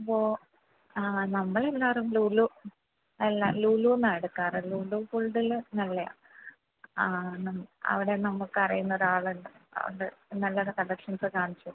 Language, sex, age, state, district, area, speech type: Malayalam, female, 30-45, Kerala, Kannur, urban, conversation